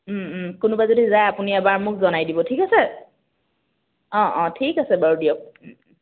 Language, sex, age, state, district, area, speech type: Assamese, female, 18-30, Assam, Kamrup Metropolitan, urban, conversation